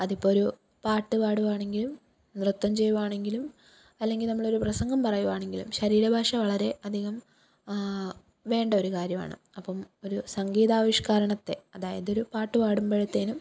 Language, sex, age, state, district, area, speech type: Malayalam, female, 18-30, Kerala, Pathanamthitta, rural, spontaneous